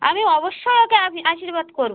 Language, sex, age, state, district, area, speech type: Bengali, female, 45-60, West Bengal, North 24 Parganas, rural, conversation